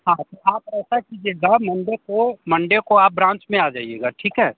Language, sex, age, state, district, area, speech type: Hindi, male, 30-45, Bihar, Muzaffarpur, rural, conversation